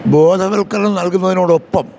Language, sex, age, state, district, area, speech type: Malayalam, male, 60+, Kerala, Kottayam, rural, spontaneous